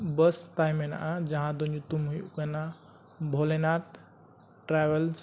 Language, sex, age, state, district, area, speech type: Santali, male, 18-30, Jharkhand, East Singhbhum, rural, spontaneous